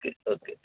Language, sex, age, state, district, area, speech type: Sindhi, male, 45-60, Gujarat, Kutch, urban, conversation